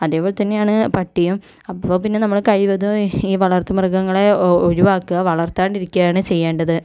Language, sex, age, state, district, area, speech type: Malayalam, female, 45-60, Kerala, Kozhikode, urban, spontaneous